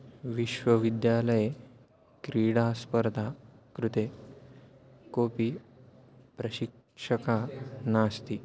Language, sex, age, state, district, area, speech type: Sanskrit, male, 18-30, Maharashtra, Chandrapur, rural, spontaneous